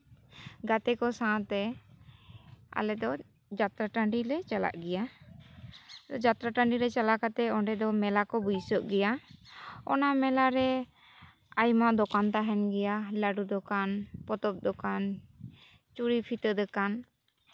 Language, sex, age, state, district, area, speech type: Santali, female, 18-30, West Bengal, Jhargram, rural, spontaneous